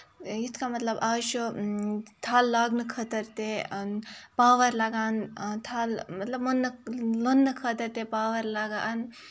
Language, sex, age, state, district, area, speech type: Kashmiri, female, 18-30, Jammu and Kashmir, Kupwara, rural, spontaneous